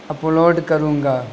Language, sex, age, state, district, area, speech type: Urdu, male, 18-30, Bihar, Gaya, rural, spontaneous